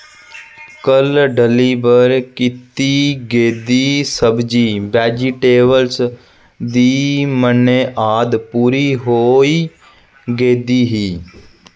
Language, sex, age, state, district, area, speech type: Dogri, male, 18-30, Jammu and Kashmir, Jammu, rural, read